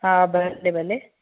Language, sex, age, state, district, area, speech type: Sindhi, female, 45-60, Gujarat, Kutch, rural, conversation